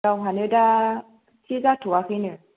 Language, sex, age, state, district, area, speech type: Bodo, female, 18-30, Assam, Baksa, rural, conversation